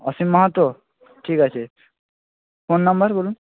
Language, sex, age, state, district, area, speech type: Bengali, male, 18-30, West Bengal, Jhargram, rural, conversation